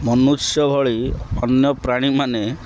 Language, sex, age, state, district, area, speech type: Odia, male, 30-45, Odisha, Kendrapara, urban, spontaneous